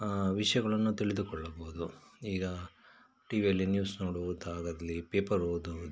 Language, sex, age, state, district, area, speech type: Kannada, male, 45-60, Karnataka, Bangalore Rural, rural, spontaneous